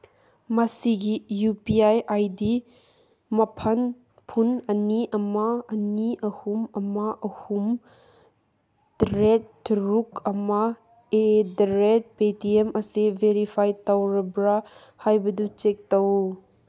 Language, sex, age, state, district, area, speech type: Manipuri, female, 18-30, Manipur, Kangpokpi, urban, read